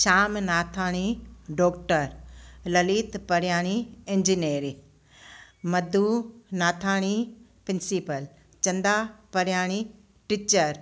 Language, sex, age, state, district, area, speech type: Sindhi, female, 60+, Gujarat, Kutch, rural, spontaneous